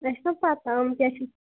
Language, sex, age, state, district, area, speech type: Kashmiri, female, 30-45, Jammu and Kashmir, Bandipora, rural, conversation